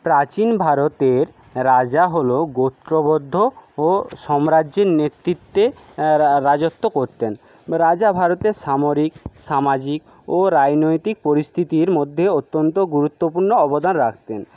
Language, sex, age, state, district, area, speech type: Bengali, male, 60+, West Bengal, Jhargram, rural, spontaneous